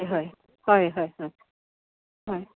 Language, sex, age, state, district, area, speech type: Goan Konkani, female, 45-60, Goa, Canacona, rural, conversation